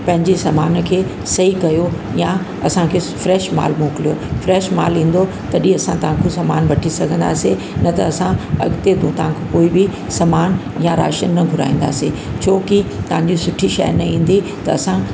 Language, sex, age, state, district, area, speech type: Sindhi, female, 60+, Uttar Pradesh, Lucknow, rural, spontaneous